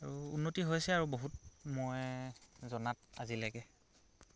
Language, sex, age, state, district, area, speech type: Assamese, male, 45-60, Assam, Dhemaji, rural, spontaneous